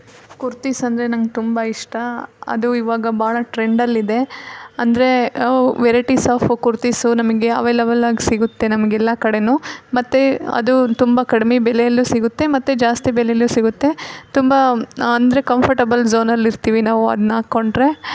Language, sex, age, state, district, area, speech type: Kannada, female, 18-30, Karnataka, Davanagere, rural, spontaneous